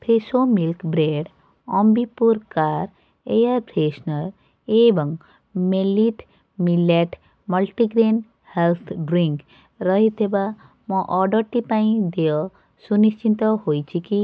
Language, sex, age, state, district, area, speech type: Odia, female, 30-45, Odisha, Cuttack, urban, read